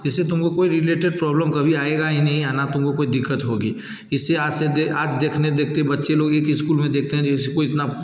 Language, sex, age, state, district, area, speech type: Hindi, male, 45-60, Bihar, Darbhanga, rural, spontaneous